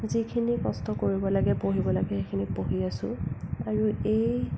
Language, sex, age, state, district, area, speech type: Assamese, female, 18-30, Assam, Sonitpur, rural, spontaneous